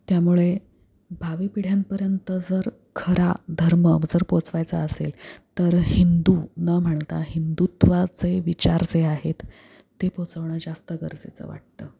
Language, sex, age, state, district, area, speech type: Marathi, female, 30-45, Maharashtra, Pune, urban, spontaneous